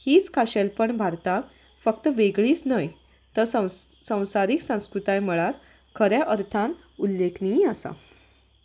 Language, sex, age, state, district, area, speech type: Goan Konkani, female, 30-45, Goa, Salcete, rural, spontaneous